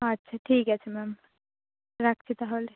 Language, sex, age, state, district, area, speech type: Bengali, female, 18-30, West Bengal, Purba Medinipur, rural, conversation